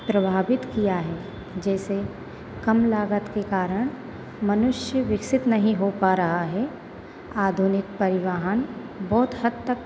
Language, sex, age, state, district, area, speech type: Hindi, female, 18-30, Madhya Pradesh, Hoshangabad, urban, spontaneous